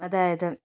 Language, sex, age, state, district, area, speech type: Malayalam, female, 30-45, Kerala, Kozhikode, urban, spontaneous